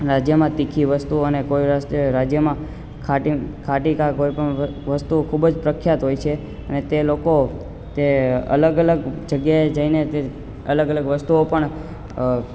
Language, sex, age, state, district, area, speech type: Gujarati, male, 18-30, Gujarat, Ahmedabad, urban, spontaneous